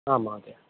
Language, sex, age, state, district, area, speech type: Sanskrit, male, 18-30, Kerala, Kottayam, urban, conversation